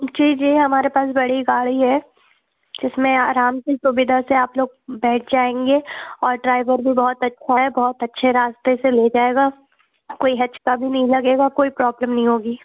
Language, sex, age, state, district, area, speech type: Hindi, female, 30-45, Madhya Pradesh, Gwalior, rural, conversation